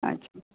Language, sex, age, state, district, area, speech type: Odia, female, 60+, Odisha, Gajapati, rural, conversation